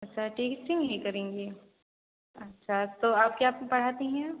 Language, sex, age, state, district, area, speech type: Hindi, female, 30-45, Uttar Pradesh, Sitapur, rural, conversation